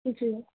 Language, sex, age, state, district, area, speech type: Sindhi, female, 18-30, Uttar Pradesh, Lucknow, urban, conversation